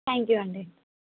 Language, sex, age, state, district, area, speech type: Telugu, other, 18-30, Telangana, Mahbubnagar, rural, conversation